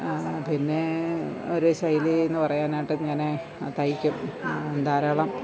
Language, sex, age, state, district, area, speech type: Malayalam, female, 60+, Kerala, Pathanamthitta, rural, spontaneous